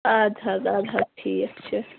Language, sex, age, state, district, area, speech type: Kashmiri, female, 30-45, Jammu and Kashmir, Kulgam, rural, conversation